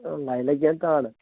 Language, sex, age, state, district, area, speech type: Dogri, male, 30-45, Jammu and Kashmir, Reasi, urban, conversation